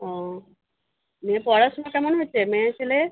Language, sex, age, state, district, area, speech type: Bengali, female, 45-60, West Bengal, Birbhum, urban, conversation